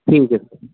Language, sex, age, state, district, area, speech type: Urdu, male, 18-30, Delhi, North West Delhi, urban, conversation